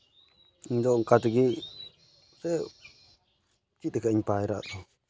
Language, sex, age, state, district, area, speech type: Santali, male, 18-30, West Bengal, Malda, rural, spontaneous